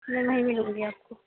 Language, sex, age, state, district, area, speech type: Urdu, female, 18-30, Uttar Pradesh, Ghaziabad, urban, conversation